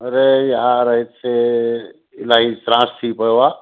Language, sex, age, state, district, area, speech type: Sindhi, male, 60+, Gujarat, Surat, urban, conversation